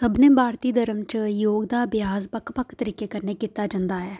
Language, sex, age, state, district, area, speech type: Dogri, female, 18-30, Jammu and Kashmir, Jammu, rural, read